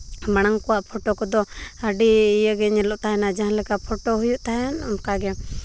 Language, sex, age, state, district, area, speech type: Santali, female, 18-30, Jharkhand, Seraikela Kharsawan, rural, spontaneous